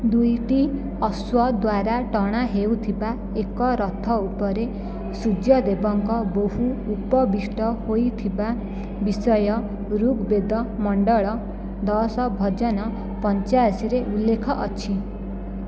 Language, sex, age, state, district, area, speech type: Odia, female, 18-30, Odisha, Jajpur, rural, read